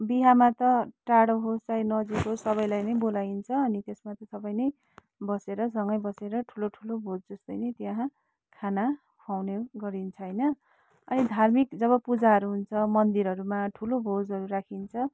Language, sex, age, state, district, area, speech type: Nepali, female, 30-45, West Bengal, Darjeeling, rural, spontaneous